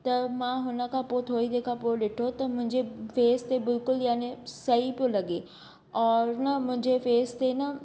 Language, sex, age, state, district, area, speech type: Sindhi, female, 18-30, Madhya Pradesh, Katni, urban, spontaneous